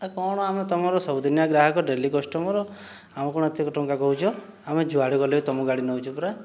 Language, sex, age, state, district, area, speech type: Odia, male, 18-30, Odisha, Boudh, rural, spontaneous